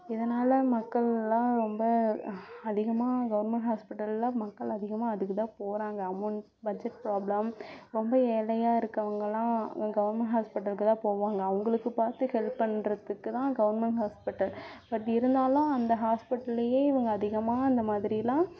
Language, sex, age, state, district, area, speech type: Tamil, female, 18-30, Tamil Nadu, Namakkal, rural, spontaneous